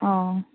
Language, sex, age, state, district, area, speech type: Santali, female, 18-30, West Bengal, Purba Bardhaman, rural, conversation